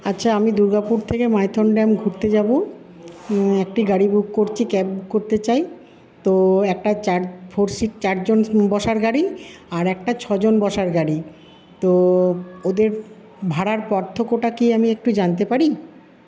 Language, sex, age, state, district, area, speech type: Bengali, female, 45-60, West Bengal, Paschim Bardhaman, urban, spontaneous